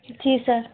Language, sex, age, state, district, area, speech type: Hindi, female, 18-30, Madhya Pradesh, Gwalior, urban, conversation